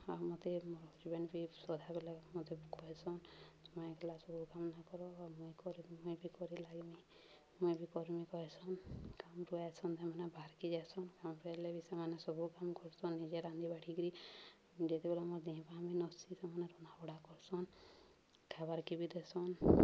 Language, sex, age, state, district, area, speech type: Odia, female, 30-45, Odisha, Balangir, urban, spontaneous